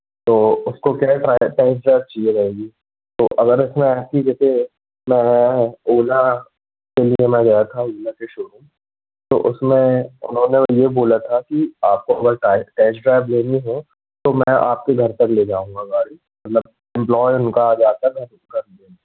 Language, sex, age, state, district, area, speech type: Hindi, male, 18-30, Madhya Pradesh, Jabalpur, urban, conversation